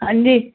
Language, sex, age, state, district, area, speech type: Punjabi, female, 60+, Punjab, Fazilka, rural, conversation